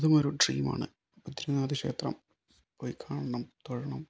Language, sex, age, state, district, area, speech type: Malayalam, male, 30-45, Kerala, Kozhikode, urban, spontaneous